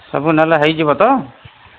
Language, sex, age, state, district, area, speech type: Odia, male, 45-60, Odisha, Sambalpur, rural, conversation